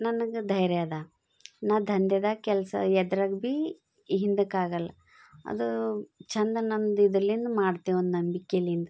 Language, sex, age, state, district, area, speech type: Kannada, female, 30-45, Karnataka, Bidar, urban, spontaneous